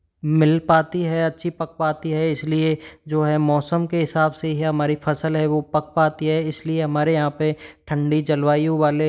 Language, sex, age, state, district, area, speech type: Hindi, male, 45-60, Rajasthan, Karauli, rural, spontaneous